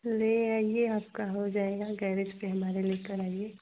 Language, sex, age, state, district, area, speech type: Hindi, female, 30-45, Uttar Pradesh, Chandauli, urban, conversation